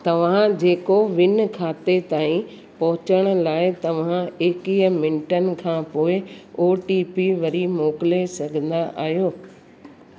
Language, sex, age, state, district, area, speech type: Sindhi, female, 60+, Rajasthan, Ajmer, urban, read